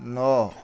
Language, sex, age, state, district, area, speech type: Odia, male, 45-60, Odisha, Bargarh, rural, read